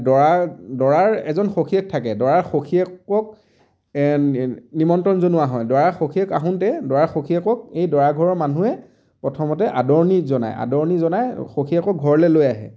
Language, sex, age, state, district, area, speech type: Assamese, male, 30-45, Assam, Dibrugarh, rural, spontaneous